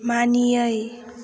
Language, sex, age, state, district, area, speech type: Bodo, female, 18-30, Assam, Chirang, rural, read